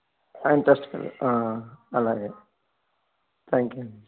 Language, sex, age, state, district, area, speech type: Telugu, male, 60+, Andhra Pradesh, Sri Balaji, urban, conversation